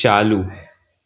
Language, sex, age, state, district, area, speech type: Sindhi, male, 18-30, Gujarat, Surat, urban, read